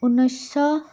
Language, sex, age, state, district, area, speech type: Assamese, female, 18-30, Assam, Goalpara, urban, spontaneous